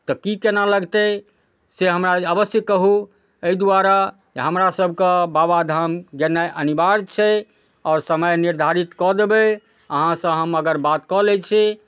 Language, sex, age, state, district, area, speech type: Maithili, male, 45-60, Bihar, Darbhanga, rural, spontaneous